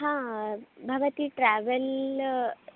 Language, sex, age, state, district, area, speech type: Sanskrit, female, 18-30, Karnataka, Vijayanagara, urban, conversation